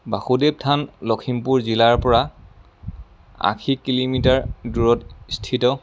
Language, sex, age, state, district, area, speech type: Assamese, male, 30-45, Assam, Lakhimpur, rural, spontaneous